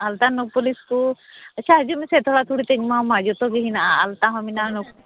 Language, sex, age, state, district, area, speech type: Santali, female, 30-45, West Bengal, Malda, rural, conversation